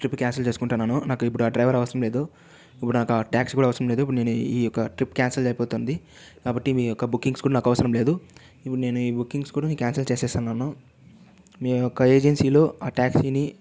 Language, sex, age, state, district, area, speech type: Telugu, male, 18-30, Andhra Pradesh, Chittoor, urban, spontaneous